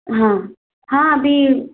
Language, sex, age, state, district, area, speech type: Hindi, female, 45-60, Madhya Pradesh, Balaghat, rural, conversation